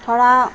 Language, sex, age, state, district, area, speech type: Assamese, female, 30-45, Assam, Kamrup Metropolitan, urban, spontaneous